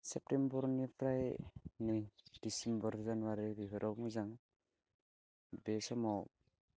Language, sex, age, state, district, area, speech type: Bodo, male, 18-30, Assam, Baksa, rural, spontaneous